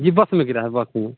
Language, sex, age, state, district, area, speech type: Hindi, male, 30-45, Bihar, Muzaffarpur, urban, conversation